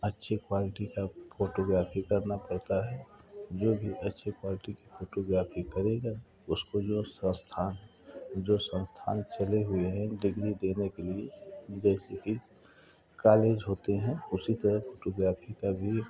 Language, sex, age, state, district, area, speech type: Hindi, male, 45-60, Uttar Pradesh, Prayagraj, rural, spontaneous